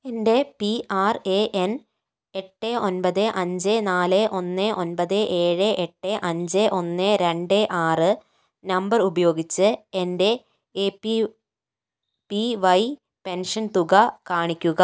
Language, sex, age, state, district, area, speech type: Malayalam, female, 30-45, Kerala, Kozhikode, urban, read